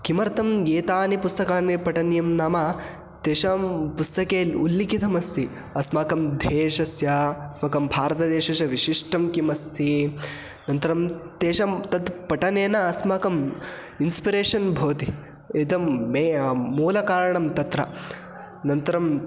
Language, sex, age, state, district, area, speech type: Sanskrit, male, 18-30, Karnataka, Hassan, rural, spontaneous